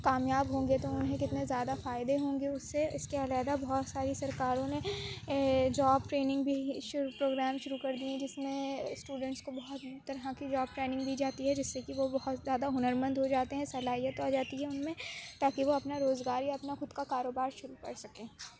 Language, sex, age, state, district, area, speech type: Urdu, female, 18-30, Uttar Pradesh, Aligarh, urban, spontaneous